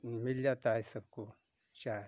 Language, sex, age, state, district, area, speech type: Hindi, male, 60+, Uttar Pradesh, Ghazipur, rural, spontaneous